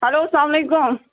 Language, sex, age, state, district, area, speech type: Kashmiri, female, 18-30, Jammu and Kashmir, Budgam, rural, conversation